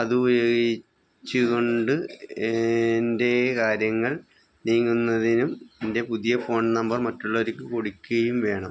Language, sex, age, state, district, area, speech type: Malayalam, male, 60+, Kerala, Wayanad, rural, spontaneous